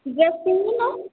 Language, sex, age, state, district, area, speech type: Odia, female, 60+, Odisha, Boudh, rural, conversation